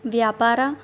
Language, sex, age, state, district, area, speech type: Telugu, female, 18-30, Telangana, Adilabad, rural, spontaneous